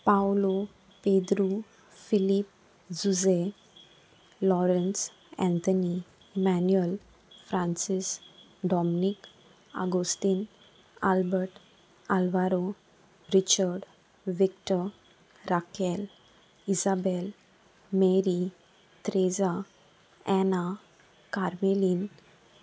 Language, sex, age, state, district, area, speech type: Goan Konkani, female, 30-45, Goa, Salcete, urban, spontaneous